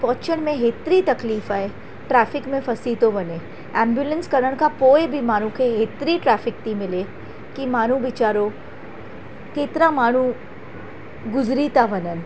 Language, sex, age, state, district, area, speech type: Sindhi, female, 45-60, Maharashtra, Mumbai Suburban, urban, spontaneous